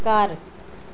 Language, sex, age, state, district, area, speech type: Punjabi, female, 45-60, Punjab, Mohali, urban, read